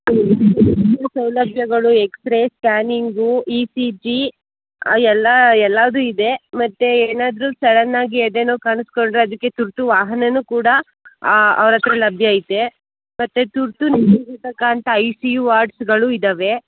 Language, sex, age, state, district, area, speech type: Kannada, female, 18-30, Karnataka, Tumkur, urban, conversation